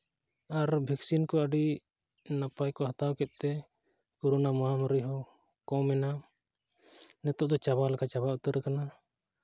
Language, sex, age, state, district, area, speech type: Santali, male, 18-30, Jharkhand, East Singhbhum, rural, spontaneous